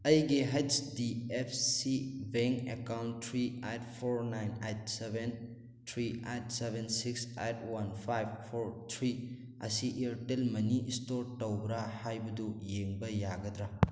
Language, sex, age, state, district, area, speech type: Manipuri, male, 18-30, Manipur, Thoubal, rural, read